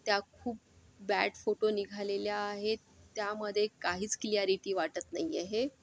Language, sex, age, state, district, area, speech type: Marathi, female, 30-45, Maharashtra, Yavatmal, urban, spontaneous